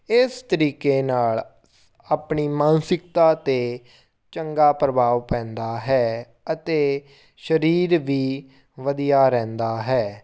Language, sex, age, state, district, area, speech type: Punjabi, male, 18-30, Punjab, Fazilka, rural, spontaneous